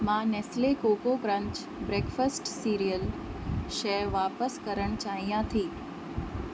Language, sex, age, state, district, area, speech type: Sindhi, female, 30-45, Uttar Pradesh, Lucknow, urban, read